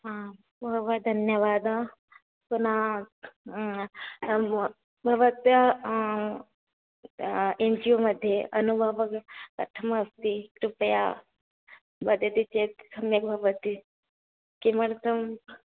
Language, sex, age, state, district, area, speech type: Sanskrit, female, 18-30, Odisha, Cuttack, rural, conversation